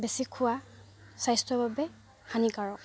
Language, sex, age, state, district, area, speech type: Assamese, female, 45-60, Assam, Dibrugarh, rural, spontaneous